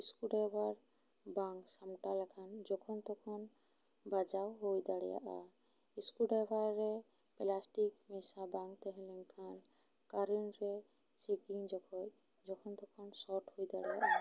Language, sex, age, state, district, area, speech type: Santali, female, 30-45, West Bengal, Bankura, rural, spontaneous